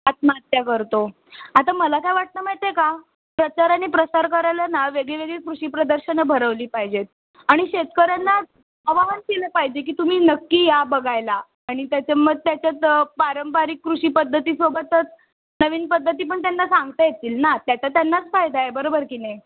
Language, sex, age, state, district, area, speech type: Marathi, female, 18-30, Maharashtra, Mumbai City, urban, conversation